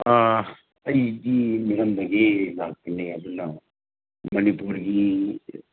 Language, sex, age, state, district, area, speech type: Manipuri, male, 60+, Manipur, Churachandpur, urban, conversation